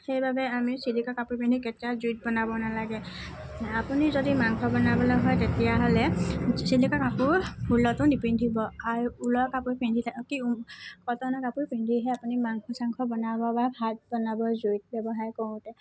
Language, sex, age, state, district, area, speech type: Assamese, female, 18-30, Assam, Tinsukia, rural, spontaneous